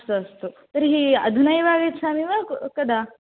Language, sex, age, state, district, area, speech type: Sanskrit, female, 18-30, Karnataka, Haveri, rural, conversation